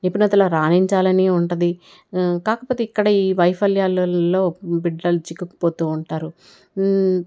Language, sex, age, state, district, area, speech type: Telugu, female, 60+, Telangana, Ranga Reddy, rural, spontaneous